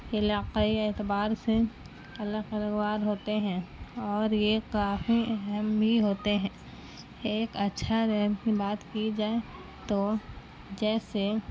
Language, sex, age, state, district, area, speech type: Urdu, female, 30-45, Bihar, Gaya, rural, spontaneous